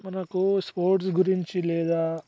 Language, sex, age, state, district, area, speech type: Telugu, male, 30-45, Telangana, Vikarabad, urban, spontaneous